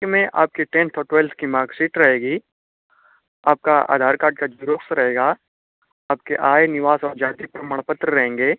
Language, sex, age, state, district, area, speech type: Hindi, male, 18-30, Uttar Pradesh, Ghazipur, rural, conversation